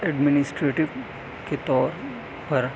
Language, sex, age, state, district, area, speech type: Urdu, male, 18-30, Delhi, South Delhi, urban, spontaneous